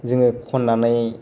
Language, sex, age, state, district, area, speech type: Bodo, male, 45-60, Assam, Kokrajhar, rural, spontaneous